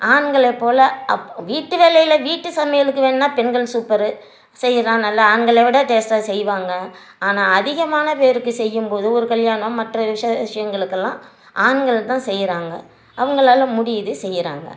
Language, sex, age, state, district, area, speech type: Tamil, female, 60+, Tamil Nadu, Nagapattinam, rural, spontaneous